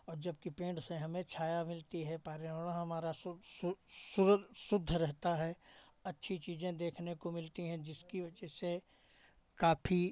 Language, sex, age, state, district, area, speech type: Hindi, male, 60+, Uttar Pradesh, Hardoi, rural, spontaneous